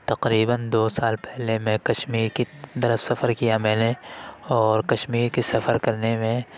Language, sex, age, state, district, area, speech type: Urdu, male, 60+, Uttar Pradesh, Lucknow, rural, spontaneous